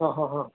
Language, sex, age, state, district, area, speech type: Kannada, male, 45-60, Karnataka, Ramanagara, urban, conversation